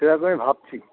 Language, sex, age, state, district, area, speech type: Bengali, male, 60+, West Bengal, South 24 Parganas, urban, conversation